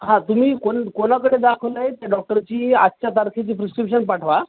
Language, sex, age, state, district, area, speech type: Marathi, male, 30-45, Maharashtra, Nanded, urban, conversation